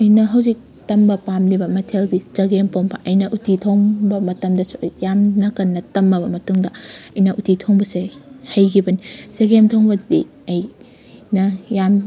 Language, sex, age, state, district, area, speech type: Manipuri, female, 18-30, Manipur, Kakching, rural, spontaneous